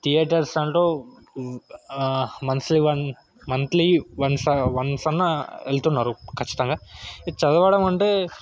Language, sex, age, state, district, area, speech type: Telugu, male, 18-30, Telangana, Yadadri Bhuvanagiri, urban, spontaneous